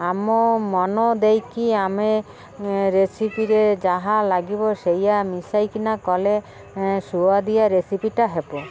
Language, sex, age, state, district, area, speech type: Odia, female, 45-60, Odisha, Malkangiri, urban, spontaneous